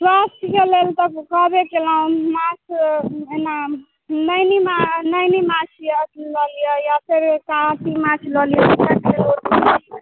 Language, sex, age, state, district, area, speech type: Maithili, female, 18-30, Bihar, Madhubani, rural, conversation